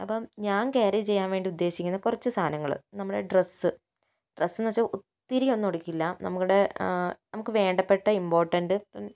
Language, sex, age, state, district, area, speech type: Malayalam, female, 18-30, Kerala, Kozhikode, urban, spontaneous